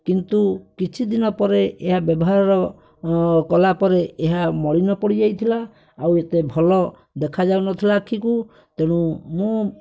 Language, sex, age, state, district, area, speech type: Odia, male, 45-60, Odisha, Bhadrak, rural, spontaneous